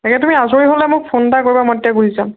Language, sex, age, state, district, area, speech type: Assamese, female, 30-45, Assam, Lakhimpur, rural, conversation